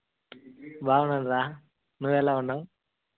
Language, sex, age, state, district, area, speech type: Telugu, male, 18-30, Andhra Pradesh, Sri Balaji, rural, conversation